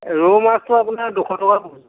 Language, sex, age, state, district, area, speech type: Assamese, male, 60+, Assam, Golaghat, urban, conversation